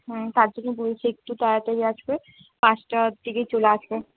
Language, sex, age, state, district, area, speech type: Bengali, female, 60+, West Bengal, Purulia, rural, conversation